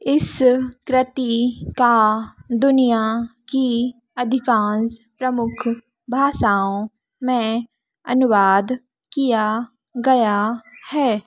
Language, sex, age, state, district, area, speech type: Hindi, female, 18-30, Madhya Pradesh, Narsinghpur, urban, read